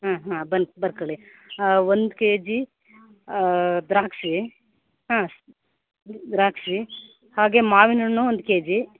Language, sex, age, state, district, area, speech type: Kannada, female, 30-45, Karnataka, Uttara Kannada, rural, conversation